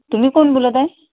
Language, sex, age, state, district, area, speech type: Marathi, female, 30-45, Maharashtra, Nagpur, rural, conversation